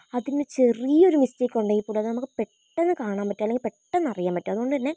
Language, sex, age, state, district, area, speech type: Malayalam, female, 18-30, Kerala, Wayanad, rural, spontaneous